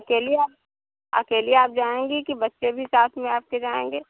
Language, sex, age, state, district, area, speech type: Hindi, female, 45-60, Uttar Pradesh, Hardoi, rural, conversation